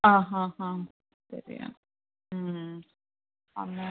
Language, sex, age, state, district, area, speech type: Malayalam, female, 30-45, Kerala, Alappuzha, rural, conversation